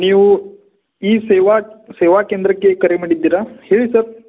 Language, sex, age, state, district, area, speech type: Kannada, male, 30-45, Karnataka, Belgaum, rural, conversation